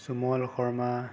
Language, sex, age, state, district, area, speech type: Assamese, male, 30-45, Assam, Sonitpur, rural, spontaneous